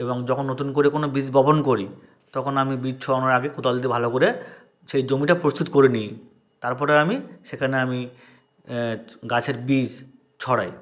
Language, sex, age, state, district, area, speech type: Bengali, male, 30-45, West Bengal, South 24 Parganas, rural, spontaneous